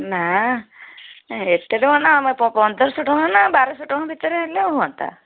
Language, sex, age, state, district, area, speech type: Odia, female, 30-45, Odisha, Kendujhar, urban, conversation